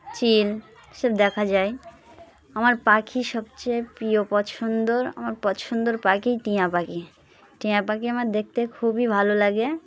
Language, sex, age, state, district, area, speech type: Bengali, female, 30-45, West Bengal, Dakshin Dinajpur, urban, spontaneous